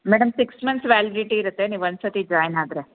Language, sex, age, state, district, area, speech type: Kannada, female, 30-45, Karnataka, Hassan, rural, conversation